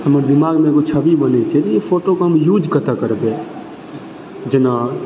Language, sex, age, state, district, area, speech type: Maithili, male, 18-30, Bihar, Supaul, urban, spontaneous